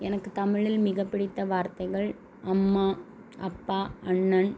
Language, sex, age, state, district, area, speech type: Tamil, female, 30-45, Tamil Nadu, Krishnagiri, rural, spontaneous